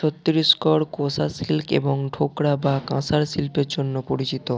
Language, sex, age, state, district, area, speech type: Bengali, male, 30-45, West Bengal, Bankura, urban, read